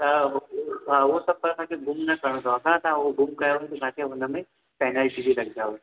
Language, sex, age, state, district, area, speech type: Sindhi, male, 18-30, Gujarat, Surat, urban, conversation